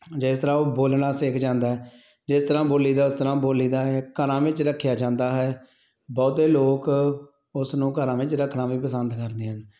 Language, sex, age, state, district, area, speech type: Punjabi, male, 30-45, Punjab, Tarn Taran, rural, spontaneous